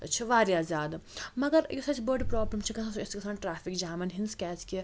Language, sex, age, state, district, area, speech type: Kashmiri, female, 30-45, Jammu and Kashmir, Srinagar, urban, spontaneous